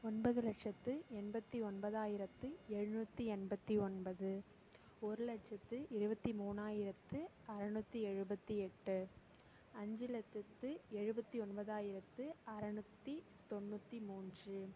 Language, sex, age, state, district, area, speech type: Tamil, female, 18-30, Tamil Nadu, Mayiladuthurai, rural, spontaneous